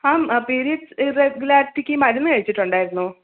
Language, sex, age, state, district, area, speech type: Malayalam, female, 18-30, Kerala, Thiruvananthapuram, urban, conversation